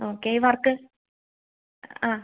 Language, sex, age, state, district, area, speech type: Malayalam, female, 45-60, Kerala, Ernakulam, rural, conversation